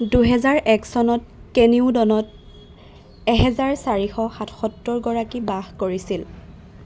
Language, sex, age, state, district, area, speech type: Assamese, female, 18-30, Assam, Golaghat, urban, read